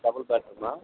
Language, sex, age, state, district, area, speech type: Telugu, male, 30-45, Andhra Pradesh, Srikakulam, urban, conversation